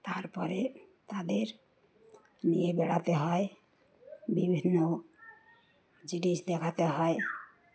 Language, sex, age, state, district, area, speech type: Bengali, female, 60+, West Bengal, Uttar Dinajpur, urban, spontaneous